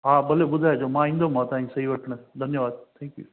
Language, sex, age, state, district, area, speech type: Sindhi, male, 45-60, Gujarat, Junagadh, rural, conversation